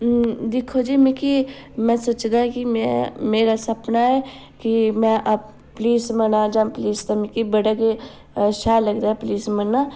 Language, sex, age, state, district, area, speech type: Dogri, female, 18-30, Jammu and Kashmir, Udhampur, rural, spontaneous